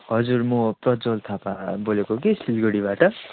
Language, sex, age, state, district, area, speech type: Nepali, male, 18-30, West Bengal, Darjeeling, rural, conversation